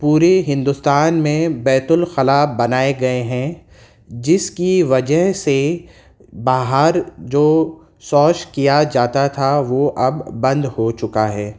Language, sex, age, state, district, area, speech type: Urdu, male, 30-45, Uttar Pradesh, Gautam Buddha Nagar, rural, spontaneous